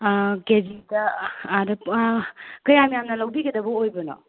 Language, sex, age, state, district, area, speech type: Manipuri, female, 45-60, Manipur, Imphal West, urban, conversation